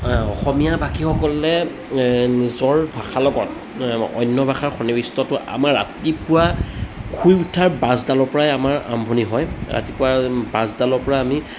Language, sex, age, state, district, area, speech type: Assamese, male, 30-45, Assam, Jorhat, urban, spontaneous